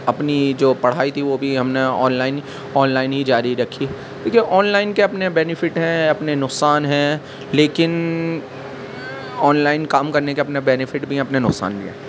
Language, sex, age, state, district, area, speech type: Urdu, male, 30-45, Delhi, Central Delhi, urban, spontaneous